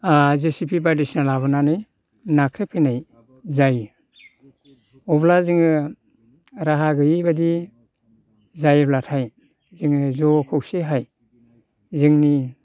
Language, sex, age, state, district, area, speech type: Bodo, male, 60+, Assam, Baksa, rural, spontaneous